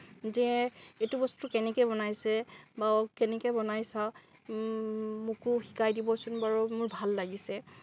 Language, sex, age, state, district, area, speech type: Assamese, female, 30-45, Assam, Nagaon, rural, spontaneous